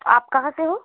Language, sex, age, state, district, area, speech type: Hindi, female, 30-45, Madhya Pradesh, Balaghat, rural, conversation